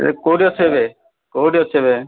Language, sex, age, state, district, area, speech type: Odia, male, 45-60, Odisha, Koraput, urban, conversation